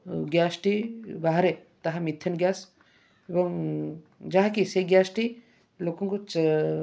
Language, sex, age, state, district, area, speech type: Odia, male, 30-45, Odisha, Kendrapara, urban, spontaneous